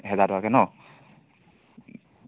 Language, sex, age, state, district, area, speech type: Assamese, male, 30-45, Assam, Biswanath, rural, conversation